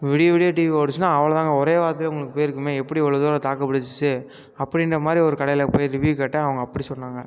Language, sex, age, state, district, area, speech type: Tamil, male, 18-30, Tamil Nadu, Tiruppur, rural, spontaneous